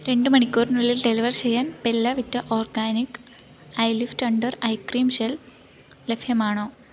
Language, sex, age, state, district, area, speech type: Malayalam, female, 18-30, Kerala, Idukki, rural, read